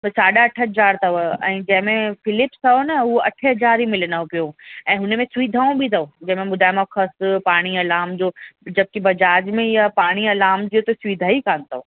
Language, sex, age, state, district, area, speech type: Sindhi, female, 30-45, Rajasthan, Ajmer, urban, conversation